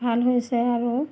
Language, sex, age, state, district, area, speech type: Assamese, female, 45-60, Assam, Nagaon, rural, spontaneous